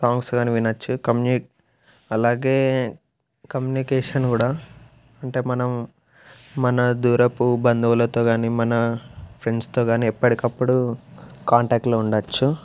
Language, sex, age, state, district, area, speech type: Telugu, male, 18-30, Telangana, Peddapalli, rural, spontaneous